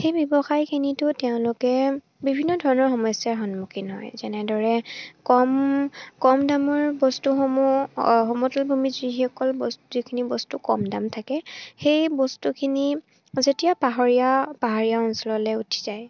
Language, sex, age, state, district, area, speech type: Assamese, female, 18-30, Assam, Charaideo, rural, spontaneous